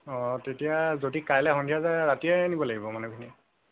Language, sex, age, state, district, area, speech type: Assamese, male, 30-45, Assam, Lakhimpur, rural, conversation